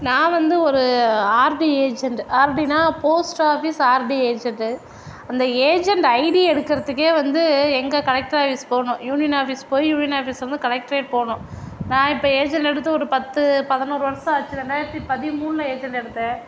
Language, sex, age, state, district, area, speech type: Tamil, female, 60+, Tamil Nadu, Mayiladuthurai, urban, spontaneous